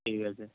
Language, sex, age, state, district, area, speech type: Bengali, male, 30-45, West Bengal, Purba Medinipur, rural, conversation